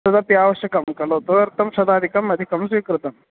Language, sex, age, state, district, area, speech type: Sanskrit, male, 18-30, Karnataka, Dakshina Kannada, rural, conversation